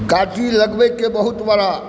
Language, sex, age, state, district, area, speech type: Maithili, male, 60+, Bihar, Supaul, rural, spontaneous